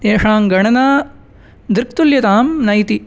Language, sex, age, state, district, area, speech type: Sanskrit, male, 18-30, Tamil Nadu, Chennai, urban, spontaneous